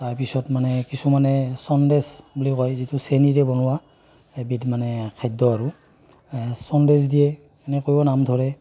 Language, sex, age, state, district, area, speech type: Assamese, male, 30-45, Assam, Barpeta, rural, spontaneous